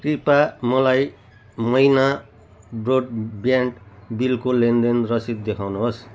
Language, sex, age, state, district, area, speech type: Nepali, male, 45-60, West Bengal, Jalpaiguri, urban, read